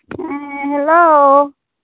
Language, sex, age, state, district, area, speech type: Santali, female, 45-60, Jharkhand, Pakur, rural, conversation